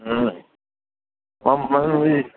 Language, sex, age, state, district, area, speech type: Manipuri, male, 60+, Manipur, Kangpokpi, urban, conversation